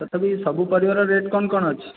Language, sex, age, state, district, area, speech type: Odia, male, 18-30, Odisha, Jajpur, rural, conversation